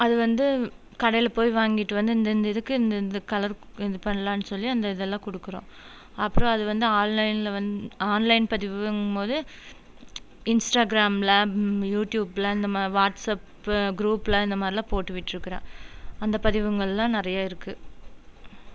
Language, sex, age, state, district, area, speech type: Tamil, female, 30-45, Tamil Nadu, Coimbatore, rural, spontaneous